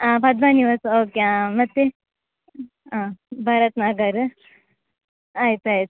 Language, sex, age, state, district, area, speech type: Kannada, female, 18-30, Karnataka, Udupi, urban, conversation